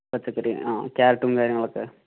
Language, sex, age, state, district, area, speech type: Malayalam, male, 18-30, Kerala, Kozhikode, urban, conversation